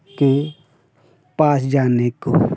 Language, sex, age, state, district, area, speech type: Hindi, male, 45-60, Uttar Pradesh, Prayagraj, urban, spontaneous